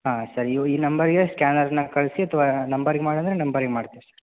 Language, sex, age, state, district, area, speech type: Kannada, male, 18-30, Karnataka, Bagalkot, rural, conversation